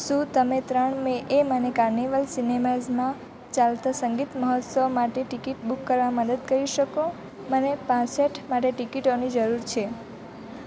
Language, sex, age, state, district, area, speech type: Gujarati, female, 18-30, Gujarat, Valsad, rural, read